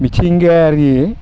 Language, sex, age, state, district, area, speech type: Bodo, male, 45-60, Assam, Udalguri, rural, spontaneous